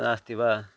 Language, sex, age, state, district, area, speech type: Sanskrit, male, 30-45, Karnataka, Uttara Kannada, rural, spontaneous